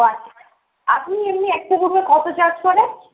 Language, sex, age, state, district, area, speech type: Bengali, female, 18-30, West Bengal, Darjeeling, urban, conversation